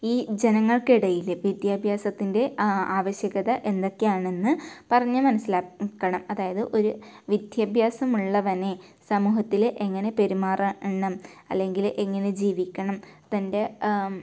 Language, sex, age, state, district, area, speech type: Malayalam, female, 18-30, Kerala, Kasaragod, rural, spontaneous